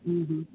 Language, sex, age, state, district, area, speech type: Sindhi, male, 18-30, Gujarat, Kutch, urban, conversation